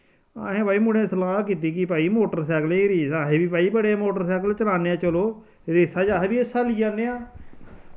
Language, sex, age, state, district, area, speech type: Dogri, male, 30-45, Jammu and Kashmir, Samba, rural, spontaneous